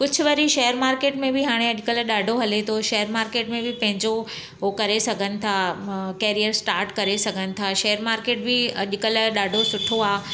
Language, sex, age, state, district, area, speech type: Sindhi, female, 45-60, Gujarat, Surat, urban, spontaneous